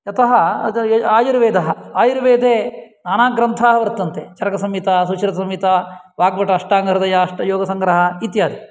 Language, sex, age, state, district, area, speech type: Sanskrit, male, 45-60, Karnataka, Uttara Kannada, rural, spontaneous